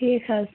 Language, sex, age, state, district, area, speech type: Kashmiri, female, 18-30, Jammu and Kashmir, Shopian, urban, conversation